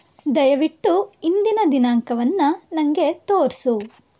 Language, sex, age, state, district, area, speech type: Kannada, female, 18-30, Karnataka, Chitradurga, urban, read